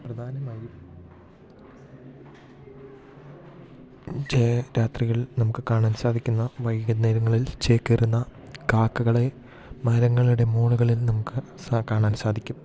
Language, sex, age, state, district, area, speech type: Malayalam, male, 18-30, Kerala, Idukki, rural, spontaneous